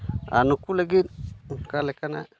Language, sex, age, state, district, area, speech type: Santali, male, 30-45, Jharkhand, Pakur, rural, spontaneous